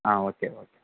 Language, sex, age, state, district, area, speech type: Tamil, male, 18-30, Tamil Nadu, Sivaganga, rural, conversation